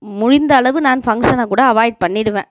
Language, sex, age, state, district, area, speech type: Tamil, female, 30-45, Tamil Nadu, Tiruvarur, rural, spontaneous